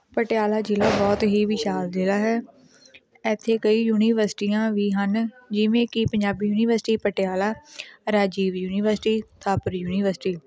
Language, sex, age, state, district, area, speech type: Punjabi, female, 18-30, Punjab, Patiala, rural, spontaneous